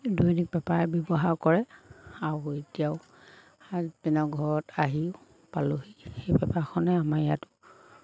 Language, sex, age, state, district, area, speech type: Assamese, female, 45-60, Assam, Lakhimpur, rural, spontaneous